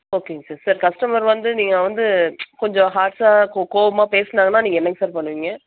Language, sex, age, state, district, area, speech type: Tamil, female, 30-45, Tamil Nadu, Dharmapuri, rural, conversation